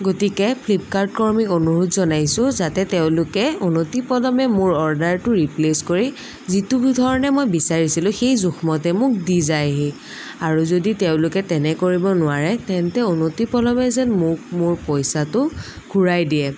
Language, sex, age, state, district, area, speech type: Assamese, female, 30-45, Assam, Sonitpur, rural, spontaneous